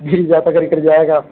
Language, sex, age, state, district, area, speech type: Hindi, male, 30-45, Uttar Pradesh, Mau, urban, conversation